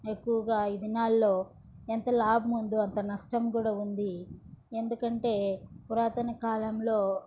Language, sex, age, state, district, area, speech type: Telugu, female, 18-30, Andhra Pradesh, Chittoor, rural, spontaneous